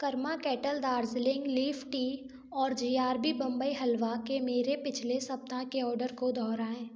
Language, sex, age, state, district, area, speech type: Hindi, female, 18-30, Madhya Pradesh, Gwalior, urban, read